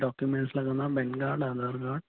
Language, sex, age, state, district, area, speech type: Sindhi, male, 30-45, Maharashtra, Thane, urban, conversation